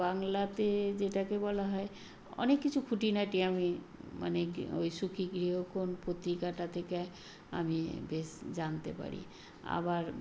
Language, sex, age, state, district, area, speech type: Bengali, female, 60+, West Bengal, Nadia, rural, spontaneous